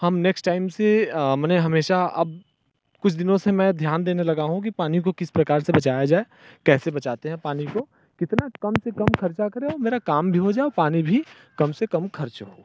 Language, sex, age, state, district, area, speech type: Hindi, male, 30-45, Uttar Pradesh, Mirzapur, rural, spontaneous